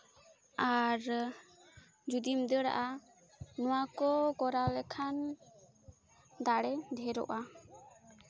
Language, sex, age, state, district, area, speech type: Santali, female, 18-30, West Bengal, Bankura, rural, spontaneous